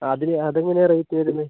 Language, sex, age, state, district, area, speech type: Malayalam, male, 18-30, Kerala, Wayanad, rural, conversation